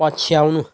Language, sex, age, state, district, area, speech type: Nepali, male, 30-45, West Bengal, Jalpaiguri, urban, read